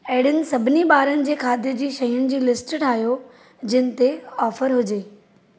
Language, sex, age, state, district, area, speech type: Sindhi, female, 30-45, Maharashtra, Thane, urban, read